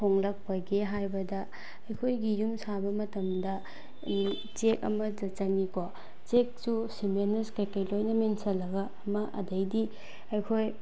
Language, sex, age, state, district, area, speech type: Manipuri, female, 18-30, Manipur, Bishnupur, rural, spontaneous